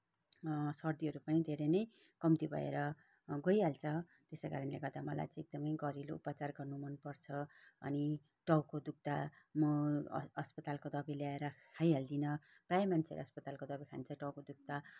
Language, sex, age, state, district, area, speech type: Nepali, female, 30-45, West Bengal, Kalimpong, rural, spontaneous